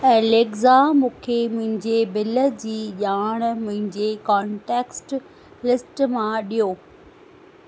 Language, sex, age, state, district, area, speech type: Sindhi, female, 45-60, Rajasthan, Ajmer, urban, read